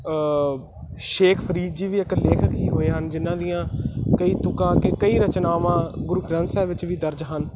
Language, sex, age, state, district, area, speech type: Punjabi, male, 18-30, Punjab, Muktsar, urban, spontaneous